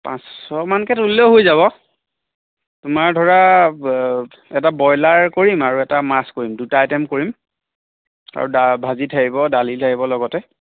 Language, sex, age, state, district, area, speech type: Assamese, male, 30-45, Assam, Biswanath, rural, conversation